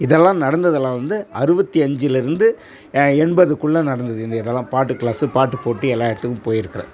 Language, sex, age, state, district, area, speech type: Tamil, male, 60+, Tamil Nadu, Viluppuram, rural, spontaneous